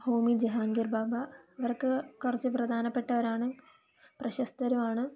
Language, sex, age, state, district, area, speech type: Malayalam, female, 18-30, Kerala, Kollam, rural, spontaneous